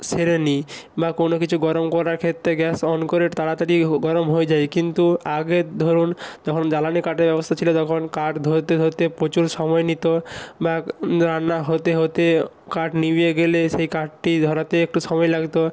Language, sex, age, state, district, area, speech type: Bengali, male, 18-30, West Bengal, North 24 Parganas, rural, spontaneous